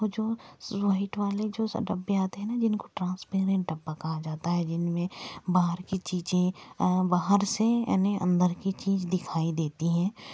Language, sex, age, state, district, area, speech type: Hindi, female, 30-45, Madhya Pradesh, Bhopal, urban, spontaneous